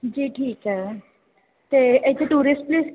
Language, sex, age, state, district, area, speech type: Punjabi, female, 18-30, Punjab, Gurdaspur, urban, conversation